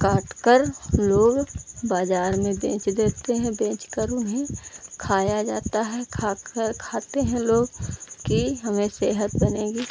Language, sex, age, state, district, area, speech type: Hindi, female, 45-60, Uttar Pradesh, Lucknow, rural, spontaneous